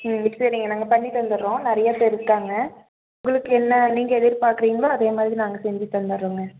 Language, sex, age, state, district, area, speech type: Tamil, female, 18-30, Tamil Nadu, Nilgiris, rural, conversation